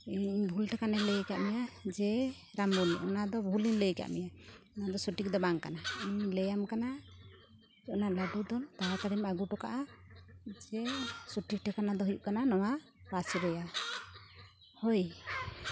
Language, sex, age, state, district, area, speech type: Santali, female, 45-60, West Bengal, Purulia, rural, spontaneous